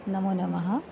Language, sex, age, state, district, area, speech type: Sanskrit, female, 45-60, Maharashtra, Nagpur, urban, spontaneous